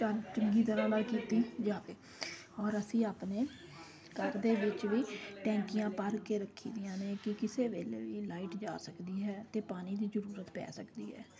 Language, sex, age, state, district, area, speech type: Punjabi, female, 30-45, Punjab, Kapurthala, urban, spontaneous